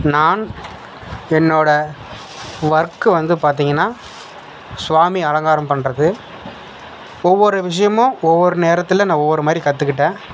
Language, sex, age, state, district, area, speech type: Tamil, male, 30-45, Tamil Nadu, Dharmapuri, rural, spontaneous